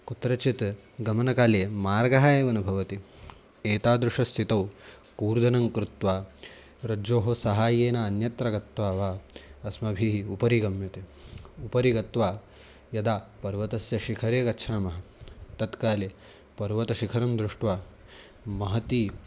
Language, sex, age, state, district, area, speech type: Sanskrit, male, 18-30, Maharashtra, Nashik, urban, spontaneous